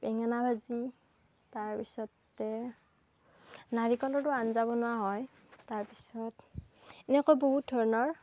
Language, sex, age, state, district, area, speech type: Assamese, female, 30-45, Assam, Darrang, rural, spontaneous